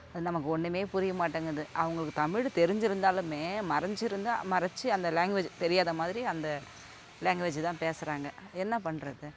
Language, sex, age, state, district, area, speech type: Tamil, female, 45-60, Tamil Nadu, Kallakurichi, urban, spontaneous